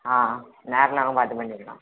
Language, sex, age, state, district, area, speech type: Tamil, male, 18-30, Tamil Nadu, Thoothukudi, rural, conversation